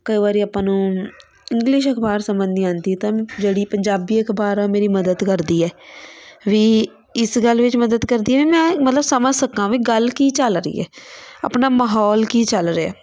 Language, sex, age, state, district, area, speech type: Punjabi, female, 18-30, Punjab, Patiala, urban, spontaneous